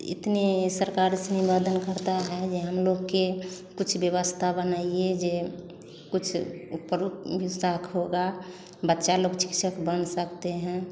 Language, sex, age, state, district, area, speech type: Hindi, female, 30-45, Bihar, Samastipur, rural, spontaneous